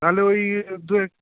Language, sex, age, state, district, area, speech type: Bengali, male, 60+, West Bengal, Paschim Bardhaman, urban, conversation